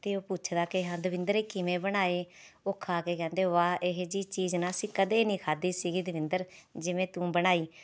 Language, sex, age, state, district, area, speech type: Punjabi, female, 30-45, Punjab, Rupnagar, urban, spontaneous